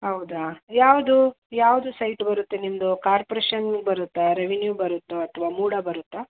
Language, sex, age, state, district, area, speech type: Kannada, female, 45-60, Karnataka, Mysore, urban, conversation